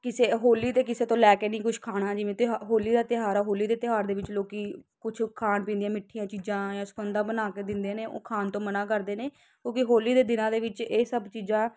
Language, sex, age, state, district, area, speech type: Punjabi, female, 18-30, Punjab, Ludhiana, urban, spontaneous